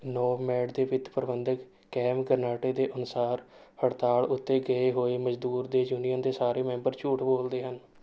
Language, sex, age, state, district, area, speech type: Punjabi, male, 18-30, Punjab, Rupnagar, rural, read